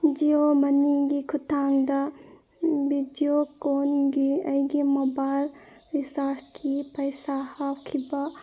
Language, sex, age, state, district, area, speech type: Manipuri, female, 30-45, Manipur, Senapati, rural, read